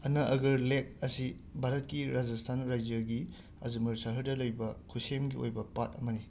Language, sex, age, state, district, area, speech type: Manipuri, male, 30-45, Manipur, Imphal West, urban, read